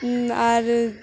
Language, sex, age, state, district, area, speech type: Bengali, female, 30-45, West Bengal, Dakshin Dinajpur, urban, spontaneous